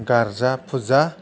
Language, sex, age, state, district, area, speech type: Bodo, male, 18-30, Assam, Chirang, rural, spontaneous